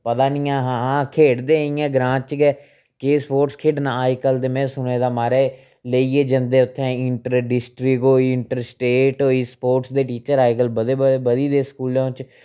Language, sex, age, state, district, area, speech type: Dogri, male, 30-45, Jammu and Kashmir, Reasi, rural, spontaneous